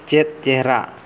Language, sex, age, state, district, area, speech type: Santali, male, 30-45, Jharkhand, East Singhbhum, rural, read